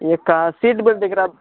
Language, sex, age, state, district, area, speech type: Telugu, male, 45-60, Andhra Pradesh, Chittoor, urban, conversation